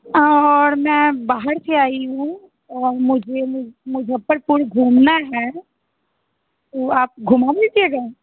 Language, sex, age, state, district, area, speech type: Hindi, female, 30-45, Bihar, Muzaffarpur, rural, conversation